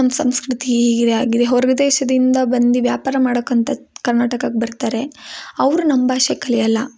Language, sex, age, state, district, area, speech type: Kannada, female, 18-30, Karnataka, Chikkamagaluru, rural, spontaneous